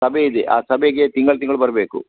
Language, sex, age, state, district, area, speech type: Kannada, male, 60+, Karnataka, Udupi, rural, conversation